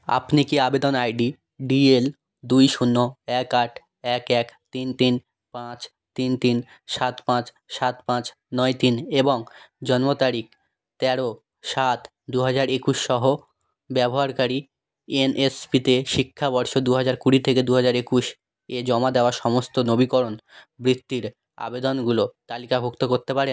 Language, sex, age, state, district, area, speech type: Bengali, male, 18-30, West Bengal, South 24 Parganas, rural, read